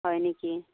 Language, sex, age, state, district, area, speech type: Assamese, female, 30-45, Assam, Darrang, rural, conversation